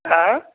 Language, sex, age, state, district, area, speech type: Bengali, male, 60+, West Bengal, Paschim Bardhaman, urban, conversation